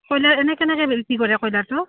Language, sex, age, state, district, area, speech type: Assamese, female, 30-45, Assam, Udalguri, rural, conversation